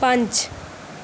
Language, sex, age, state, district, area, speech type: Punjabi, female, 18-30, Punjab, Mohali, rural, read